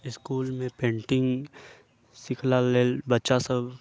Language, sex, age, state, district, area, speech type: Maithili, male, 30-45, Bihar, Sitamarhi, rural, spontaneous